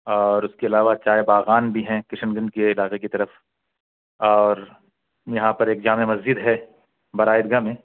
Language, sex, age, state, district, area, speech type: Urdu, male, 30-45, Bihar, Purnia, rural, conversation